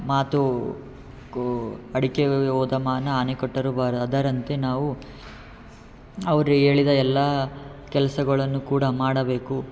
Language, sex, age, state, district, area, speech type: Kannada, male, 18-30, Karnataka, Yadgir, urban, spontaneous